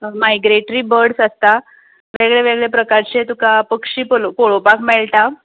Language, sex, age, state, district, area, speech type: Goan Konkani, female, 30-45, Goa, Tiswadi, rural, conversation